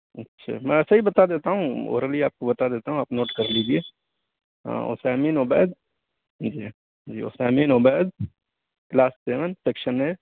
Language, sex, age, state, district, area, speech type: Urdu, male, 30-45, Uttar Pradesh, Mau, urban, conversation